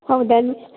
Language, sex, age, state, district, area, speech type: Kannada, female, 60+, Karnataka, Dakshina Kannada, rural, conversation